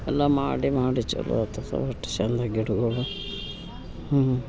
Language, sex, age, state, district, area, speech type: Kannada, female, 60+, Karnataka, Dharwad, rural, spontaneous